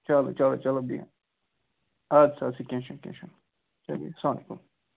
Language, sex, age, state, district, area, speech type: Kashmiri, male, 18-30, Jammu and Kashmir, Ganderbal, rural, conversation